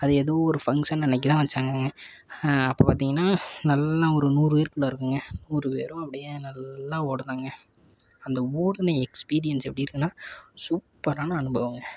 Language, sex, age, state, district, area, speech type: Tamil, male, 18-30, Tamil Nadu, Tiruppur, rural, spontaneous